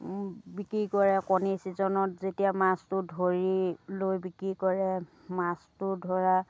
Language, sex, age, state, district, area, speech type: Assamese, female, 60+, Assam, Dhemaji, rural, spontaneous